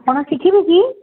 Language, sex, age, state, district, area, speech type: Odia, female, 60+, Odisha, Gajapati, rural, conversation